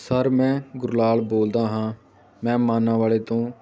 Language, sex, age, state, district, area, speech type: Punjabi, male, 18-30, Punjab, Amritsar, rural, spontaneous